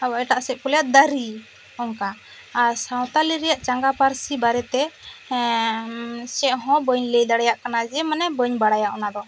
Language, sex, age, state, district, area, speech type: Santali, female, 18-30, West Bengal, Bankura, rural, spontaneous